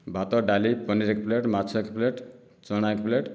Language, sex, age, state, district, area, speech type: Odia, male, 60+, Odisha, Boudh, rural, spontaneous